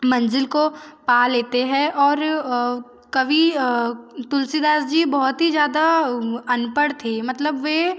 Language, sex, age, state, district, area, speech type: Hindi, female, 30-45, Madhya Pradesh, Betul, rural, spontaneous